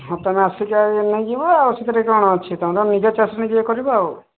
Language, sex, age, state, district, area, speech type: Odia, male, 45-60, Odisha, Sambalpur, rural, conversation